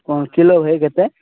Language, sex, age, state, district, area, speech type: Odia, male, 18-30, Odisha, Koraput, urban, conversation